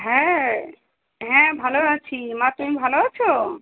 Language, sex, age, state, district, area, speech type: Bengali, female, 30-45, West Bengal, South 24 Parganas, urban, conversation